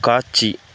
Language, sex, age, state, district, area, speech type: Tamil, male, 18-30, Tamil Nadu, Tenkasi, rural, read